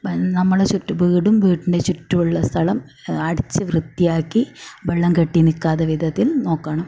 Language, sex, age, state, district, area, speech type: Malayalam, female, 18-30, Kerala, Kasaragod, rural, spontaneous